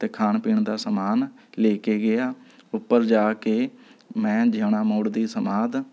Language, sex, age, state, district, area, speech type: Punjabi, male, 30-45, Punjab, Rupnagar, rural, spontaneous